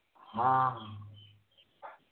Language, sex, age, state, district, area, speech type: Hindi, male, 60+, Uttar Pradesh, Chandauli, rural, conversation